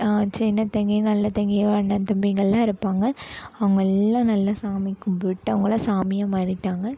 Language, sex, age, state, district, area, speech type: Tamil, female, 18-30, Tamil Nadu, Coimbatore, rural, spontaneous